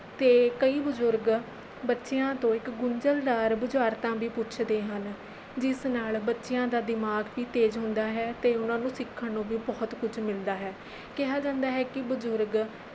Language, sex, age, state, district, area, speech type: Punjabi, female, 18-30, Punjab, Mohali, rural, spontaneous